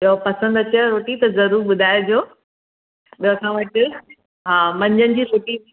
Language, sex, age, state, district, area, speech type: Sindhi, female, 30-45, Maharashtra, Thane, urban, conversation